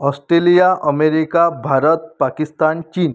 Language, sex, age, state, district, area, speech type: Marathi, female, 18-30, Maharashtra, Amravati, rural, spontaneous